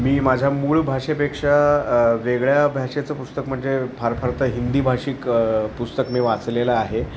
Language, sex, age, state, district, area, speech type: Marathi, male, 45-60, Maharashtra, Thane, rural, spontaneous